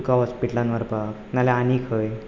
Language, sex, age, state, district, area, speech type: Goan Konkani, male, 18-30, Goa, Ponda, rural, spontaneous